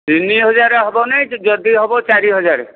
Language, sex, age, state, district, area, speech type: Odia, male, 60+, Odisha, Angul, rural, conversation